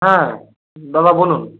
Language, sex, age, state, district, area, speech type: Bengali, male, 18-30, West Bengal, Darjeeling, rural, conversation